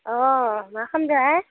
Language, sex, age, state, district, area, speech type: Bodo, female, 30-45, Assam, Udalguri, rural, conversation